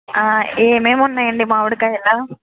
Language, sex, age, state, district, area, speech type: Telugu, female, 30-45, Andhra Pradesh, West Godavari, rural, conversation